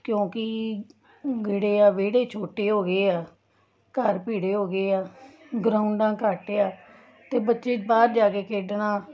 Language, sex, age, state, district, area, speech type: Punjabi, female, 30-45, Punjab, Tarn Taran, urban, spontaneous